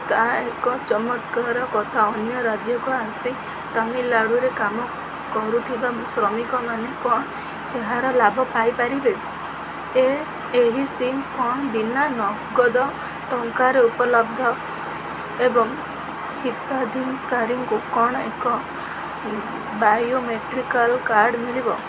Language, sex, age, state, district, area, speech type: Odia, female, 18-30, Odisha, Sundergarh, urban, read